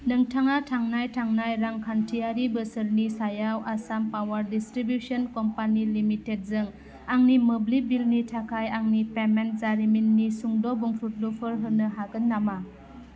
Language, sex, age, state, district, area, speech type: Bodo, female, 30-45, Assam, Udalguri, rural, read